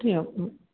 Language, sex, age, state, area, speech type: Sanskrit, male, 18-30, Delhi, urban, conversation